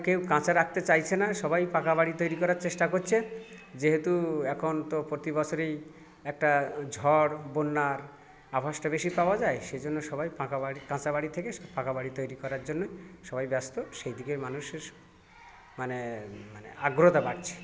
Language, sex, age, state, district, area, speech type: Bengali, male, 60+, West Bengal, South 24 Parganas, rural, spontaneous